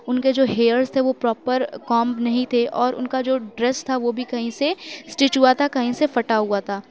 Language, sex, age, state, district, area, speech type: Urdu, female, 18-30, Uttar Pradesh, Mau, urban, spontaneous